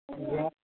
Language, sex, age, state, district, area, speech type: Hindi, male, 45-60, Uttar Pradesh, Sitapur, rural, conversation